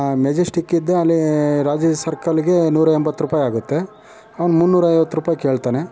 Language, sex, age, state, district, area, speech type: Kannada, male, 18-30, Karnataka, Chitradurga, rural, spontaneous